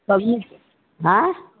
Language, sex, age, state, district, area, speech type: Maithili, female, 45-60, Bihar, Begusarai, urban, conversation